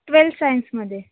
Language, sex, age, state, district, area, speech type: Marathi, female, 45-60, Maharashtra, Nagpur, urban, conversation